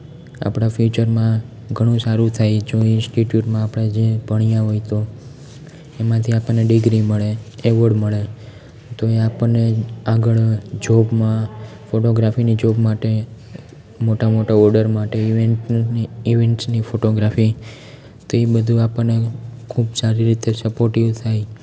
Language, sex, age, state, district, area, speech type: Gujarati, male, 18-30, Gujarat, Amreli, rural, spontaneous